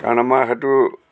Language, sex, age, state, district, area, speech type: Assamese, male, 60+, Assam, Golaghat, urban, spontaneous